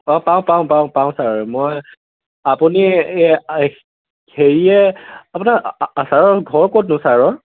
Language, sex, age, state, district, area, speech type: Assamese, male, 18-30, Assam, Lakhimpur, urban, conversation